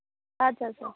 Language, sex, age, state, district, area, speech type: Kashmiri, female, 18-30, Jammu and Kashmir, Budgam, rural, conversation